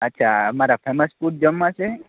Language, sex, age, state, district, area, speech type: Gujarati, male, 30-45, Gujarat, Rajkot, urban, conversation